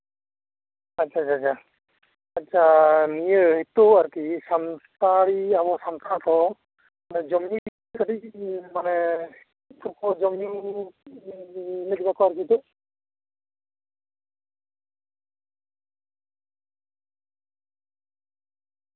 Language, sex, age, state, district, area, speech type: Santali, male, 30-45, West Bengal, Bankura, rural, conversation